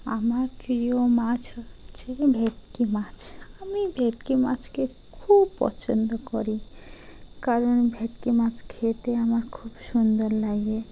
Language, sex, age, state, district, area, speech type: Bengali, female, 30-45, West Bengal, Dakshin Dinajpur, urban, spontaneous